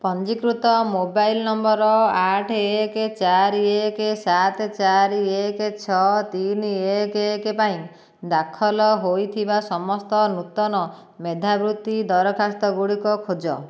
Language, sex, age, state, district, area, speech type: Odia, female, 45-60, Odisha, Dhenkanal, rural, read